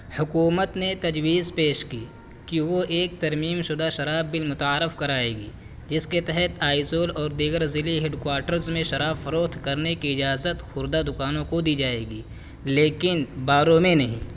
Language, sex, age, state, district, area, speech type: Urdu, male, 18-30, Uttar Pradesh, Saharanpur, urban, read